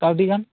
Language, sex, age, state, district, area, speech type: Santali, male, 18-30, West Bengal, Bankura, rural, conversation